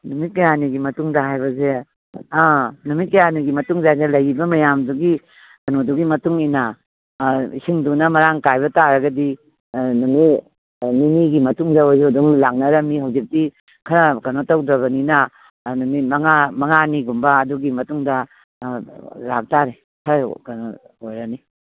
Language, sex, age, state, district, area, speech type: Manipuri, female, 60+, Manipur, Imphal East, rural, conversation